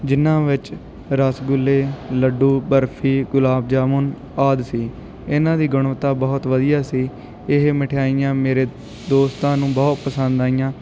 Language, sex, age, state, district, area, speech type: Punjabi, male, 18-30, Punjab, Bathinda, rural, spontaneous